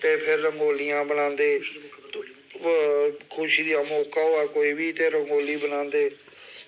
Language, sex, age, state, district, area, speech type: Dogri, male, 45-60, Jammu and Kashmir, Samba, rural, spontaneous